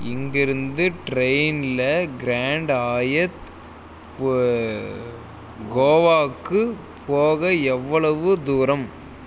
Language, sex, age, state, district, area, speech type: Tamil, male, 30-45, Tamil Nadu, Dharmapuri, rural, read